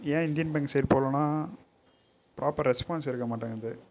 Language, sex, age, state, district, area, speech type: Tamil, male, 18-30, Tamil Nadu, Kallakurichi, urban, spontaneous